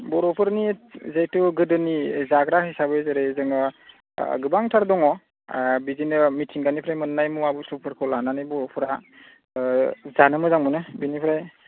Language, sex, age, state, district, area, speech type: Bodo, male, 30-45, Assam, Chirang, urban, conversation